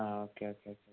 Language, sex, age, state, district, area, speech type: Malayalam, male, 30-45, Kerala, Palakkad, rural, conversation